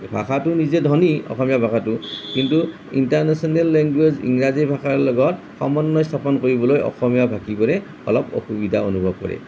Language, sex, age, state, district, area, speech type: Assamese, male, 45-60, Assam, Nalbari, rural, spontaneous